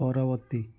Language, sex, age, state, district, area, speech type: Odia, male, 60+, Odisha, Kendujhar, urban, read